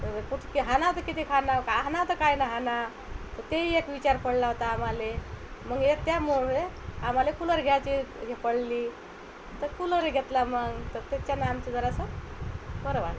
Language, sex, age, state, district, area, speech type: Marathi, female, 45-60, Maharashtra, Washim, rural, spontaneous